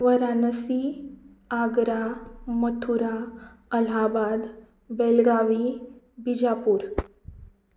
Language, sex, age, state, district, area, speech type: Goan Konkani, female, 18-30, Goa, Ponda, rural, spontaneous